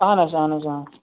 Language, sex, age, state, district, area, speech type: Kashmiri, male, 45-60, Jammu and Kashmir, Budgam, rural, conversation